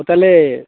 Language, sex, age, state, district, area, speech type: Odia, male, 30-45, Odisha, Kandhamal, rural, conversation